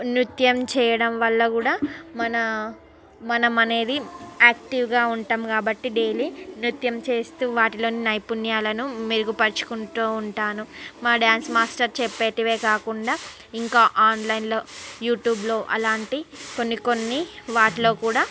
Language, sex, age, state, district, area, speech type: Telugu, female, 30-45, Andhra Pradesh, Srikakulam, urban, spontaneous